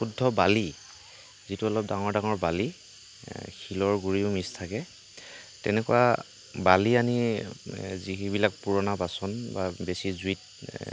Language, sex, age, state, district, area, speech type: Assamese, male, 45-60, Assam, Kamrup Metropolitan, urban, spontaneous